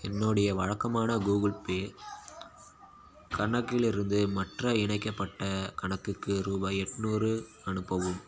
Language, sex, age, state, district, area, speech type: Tamil, male, 18-30, Tamil Nadu, Kallakurichi, urban, read